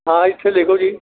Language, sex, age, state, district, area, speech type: Punjabi, male, 60+, Punjab, Barnala, rural, conversation